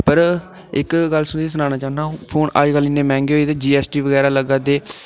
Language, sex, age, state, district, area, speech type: Dogri, male, 18-30, Jammu and Kashmir, Udhampur, urban, spontaneous